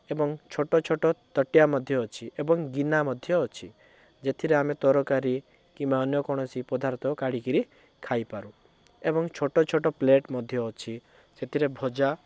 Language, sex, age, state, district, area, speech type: Odia, male, 18-30, Odisha, Cuttack, urban, spontaneous